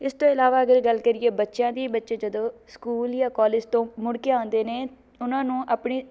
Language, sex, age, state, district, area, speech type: Punjabi, female, 18-30, Punjab, Shaheed Bhagat Singh Nagar, rural, spontaneous